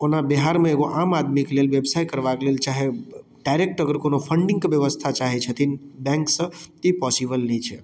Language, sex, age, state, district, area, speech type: Maithili, male, 18-30, Bihar, Darbhanga, urban, spontaneous